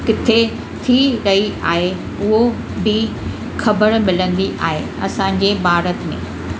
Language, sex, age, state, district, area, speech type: Sindhi, female, 60+, Maharashtra, Mumbai Suburban, urban, spontaneous